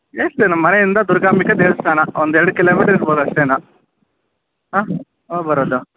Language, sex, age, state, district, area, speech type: Kannada, male, 30-45, Karnataka, Davanagere, urban, conversation